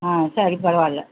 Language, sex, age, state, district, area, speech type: Tamil, female, 60+, Tamil Nadu, Ariyalur, rural, conversation